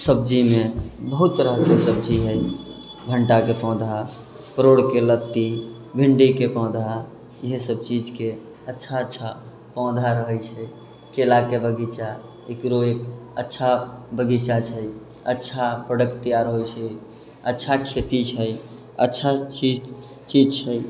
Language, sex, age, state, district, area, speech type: Maithili, male, 18-30, Bihar, Sitamarhi, rural, spontaneous